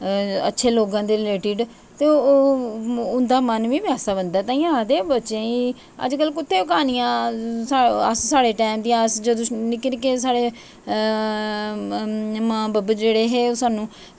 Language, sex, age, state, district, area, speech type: Dogri, female, 45-60, Jammu and Kashmir, Jammu, urban, spontaneous